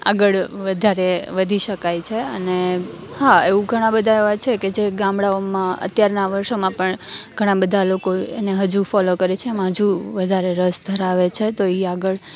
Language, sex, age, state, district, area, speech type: Gujarati, female, 18-30, Gujarat, Rajkot, urban, spontaneous